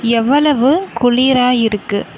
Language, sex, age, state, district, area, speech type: Tamil, female, 18-30, Tamil Nadu, Nagapattinam, rural, read